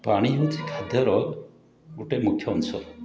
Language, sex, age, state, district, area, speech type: Odia, male, 60+, Odisha, Puri, urban, spontaneous